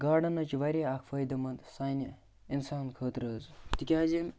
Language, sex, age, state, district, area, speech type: Kashmiri, male, 18-30, Jammu and Kashmir, Bandipora, rural, spontaneous